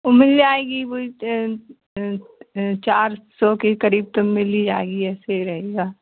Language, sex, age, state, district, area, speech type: Hindi, female, 60+, Madhya Pradesh, Gwalior, rural, conversation